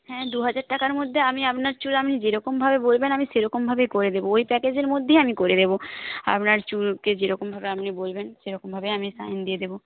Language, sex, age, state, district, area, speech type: Bengali, female, 18-30, West Bengal, Paschim Medinipur, rural, conversation